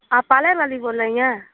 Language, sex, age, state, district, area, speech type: Hindi, female, 30-45, Uttar Pradesh, Mirzapur, rural, conversation